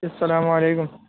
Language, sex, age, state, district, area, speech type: Urdu, male, 18-30, Bihar, Purnia, rural, conversation